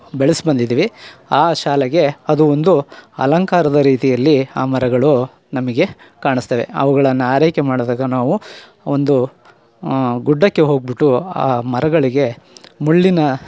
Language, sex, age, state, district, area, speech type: Kannada, male, 45-60, Karnataka, Chikkamagaluru, rural, spontaneous